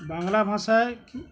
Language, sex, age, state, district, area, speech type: Bengali, male, 45-60, West Bengal, Uttar Dinajpur, urban, spontaneous